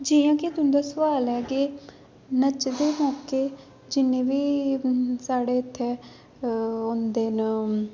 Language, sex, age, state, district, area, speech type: Dogri, female, 18-30, Jammu and Kashmir, Udhampur, urban, spontaneous